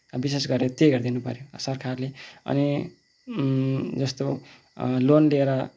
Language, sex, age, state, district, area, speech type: Nepali, male, 30-45, West Bengal, Kalimpong, rural, spontaneous